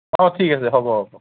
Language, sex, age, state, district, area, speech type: Assamese, male, 30-45, Assam, Morigaon, rural, conversation